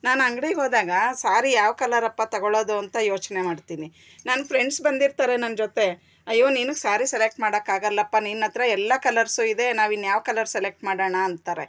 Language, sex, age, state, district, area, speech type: Kannada, female, 45-60, Karnataka, Bangalore Urban, urban, spontaneous